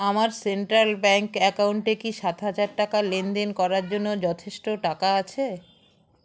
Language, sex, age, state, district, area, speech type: Bengali, female, 45-60, West Bengal, Alipurduar, rural, read